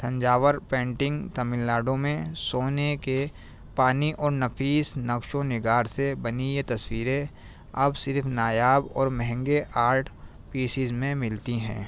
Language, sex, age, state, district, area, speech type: Urdu, male, 30-45, Delhi, New Delhi, urban, spontaneous